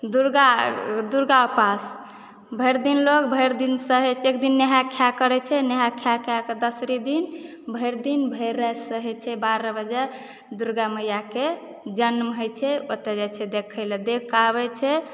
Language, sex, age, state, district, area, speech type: Maithili, female, 45-60, Bihar, Supaul, rural, spontaneous